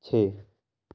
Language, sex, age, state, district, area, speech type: Urdu, male, 18-30, Uttar Pradesh, Ghaziabad, urban, read